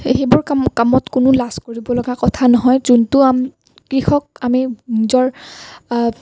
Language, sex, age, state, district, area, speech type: Assamese, female, 18-30, Assam, Nalbari, rural, spontaneous